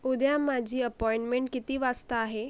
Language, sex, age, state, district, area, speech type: Marathi, female, 45-60, Maharashtra, Akola, rural, read